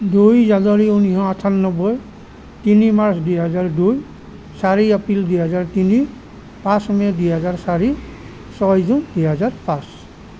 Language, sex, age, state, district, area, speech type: Assamese, male, 60+, Assam, Nalbari, rural, spontaneous